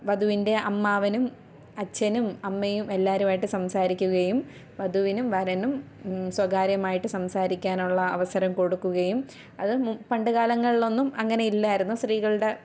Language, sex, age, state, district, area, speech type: Malayalam, female, 18-30, Kerala, Thiruvananthapuram, rural, spontaneous